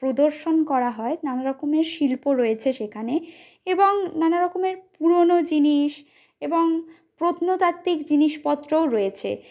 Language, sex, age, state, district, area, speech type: Bengali, female, 45-60, West Bengal, Purulia, urban, spontaneous